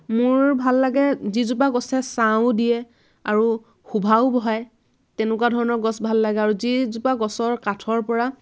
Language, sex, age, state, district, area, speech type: Assamese, female, 18-30, Assam, Dhemaji, rural, spontaneous